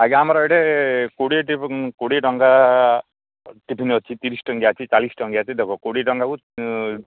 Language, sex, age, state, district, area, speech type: Odia, male, 45-60, Odisha, Koraput, rural, conversation